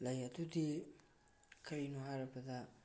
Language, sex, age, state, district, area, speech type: Manipuri, male, 18-30, Manipur, Tengnoupal, rural, spontaneous